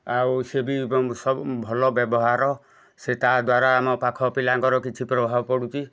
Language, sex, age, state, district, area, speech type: Odia, male, 45-60, Odisha, Kendujhar, urban, spontaneous